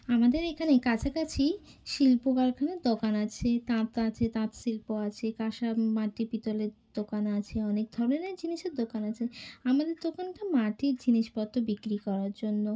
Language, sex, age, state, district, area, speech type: Bengali, female, 30-45, West Bengal, Hooghly, urban, spontaneous